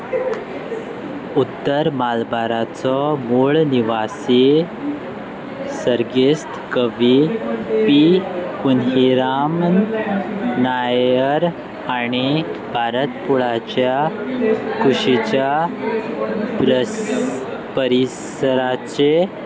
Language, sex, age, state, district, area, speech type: Goan Konkani, male, 18-30, Goa, Salcete, rural, read